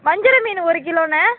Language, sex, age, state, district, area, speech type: Tamil, female, 18-30, Tamil Nadu, Nagapattinam, rural, conversation